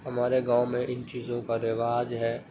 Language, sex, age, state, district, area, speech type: Urdu, male, 30-45, Uttar Pradesh, Gautam Buddha Nagar, urban, spontaneous